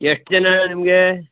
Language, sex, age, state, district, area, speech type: Kannada, male, 45-60, Karnataka, Uttara Kannada, rural, conversation